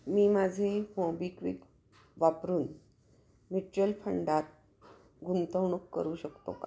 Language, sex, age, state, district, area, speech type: Marathi, female, 60+, Maharashtra, Pune, urban, read